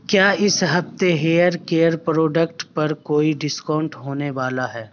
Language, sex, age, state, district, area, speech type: Urdu, male, 18-30, Bihar, Khagaria, rural, read